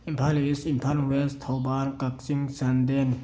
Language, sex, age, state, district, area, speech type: Manipuri, male, 30-45, Manipur, Thoubal, rural, spontaneous